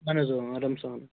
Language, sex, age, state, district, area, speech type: Kashmiri, male, 18-30, Jammu and Kashmir, Bandipora, urban, conversation